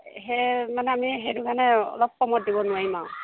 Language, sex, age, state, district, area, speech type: Assamese, female, 60+, Assam, Morigaon, rural, conversation